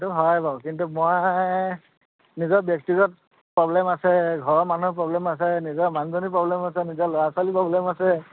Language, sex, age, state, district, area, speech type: Assamese, male, 30-45, Assam, Dhemaji, rural, conversation